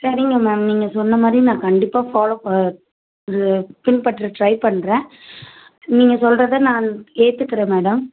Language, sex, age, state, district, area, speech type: Tamil, female, 30-45, Tamil Nadu, Tiruvallur, urban, conversation